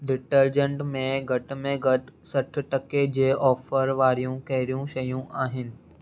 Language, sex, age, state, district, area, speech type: Sindhi, male, 18-30, Maharashtra, Mumbai City, urban, read